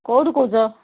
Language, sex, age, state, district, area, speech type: Odia, female, 60+, Odisha, Kendujhar, urban, conversation